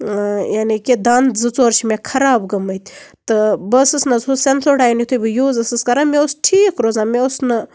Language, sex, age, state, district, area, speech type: Kashmiri, female, 30-45, Jammu and Kashmir, Baramulla, rural, spontaneous